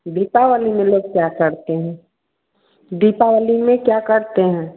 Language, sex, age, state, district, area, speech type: Hindi, female, 30-45, Bihar, Samastipur, rural, conversation